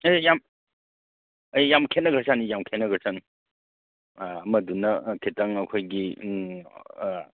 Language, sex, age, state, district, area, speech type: Manipuri, male, 30-45, Manipur, Kangpokpi, urban, conversation